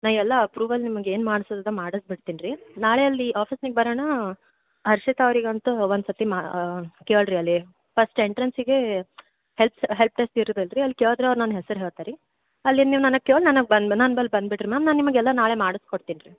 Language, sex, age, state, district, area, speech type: Kannada, female, 18-30, Karnataka, Gulbarga, urban, conversation